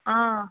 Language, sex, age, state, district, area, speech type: Tamil, female, 18-30, Tamil Nadu, Madurai, urban, conversation